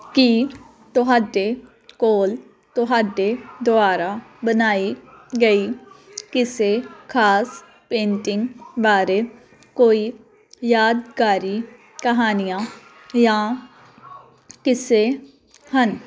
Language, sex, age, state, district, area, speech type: Punjabi, female, 30-45, Punjab, Jalandhar, urban, spontaneous